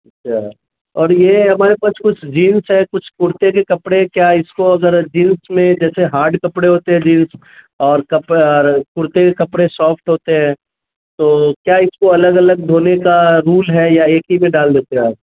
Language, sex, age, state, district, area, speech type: Urdu, male, 30-45, Bihar, Khagaria, rural, conversation